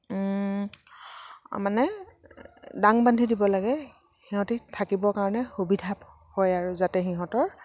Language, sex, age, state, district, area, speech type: Assamese, female, 45-60, Assam, Dibrugarh, rural, spontaneous